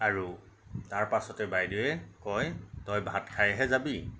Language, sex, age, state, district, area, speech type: Assamese, male, 45-60, Assam, Nagaon, rural, spontaneous